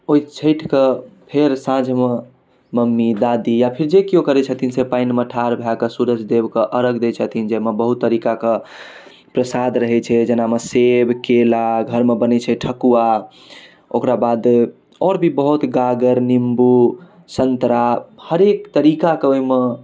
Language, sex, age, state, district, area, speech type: Maithili, male, 18-30, Bihar, Darbhanga, urban, spontaneous